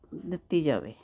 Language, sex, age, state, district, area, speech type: Punjabi, female, 60+, Punjab, Fazilka, rural, spontaneous